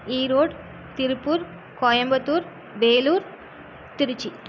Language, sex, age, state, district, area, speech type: Tamil, female, 18-30, Tamil Nadu, Erode, rural, spontaneous